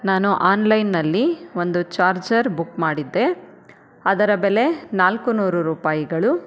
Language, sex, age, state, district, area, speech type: Kannada, female, 30-45, Karnataka, Chikkaballapur, rural, spontaneous